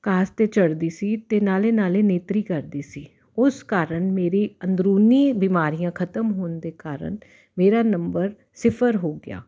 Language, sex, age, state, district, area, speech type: Punjabi, female, 30-45, Punjab, Jalandhar, urban, spontaneous